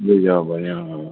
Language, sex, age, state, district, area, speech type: Assamese, male, 60+, Assam, Udalguri, urban, conversation